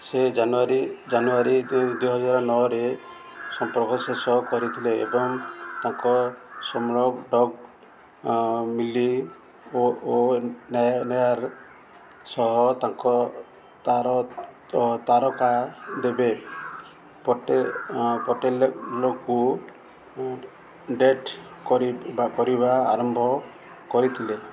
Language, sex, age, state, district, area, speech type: Odia, male, 45-60, Odisha, Ganjam, urban, read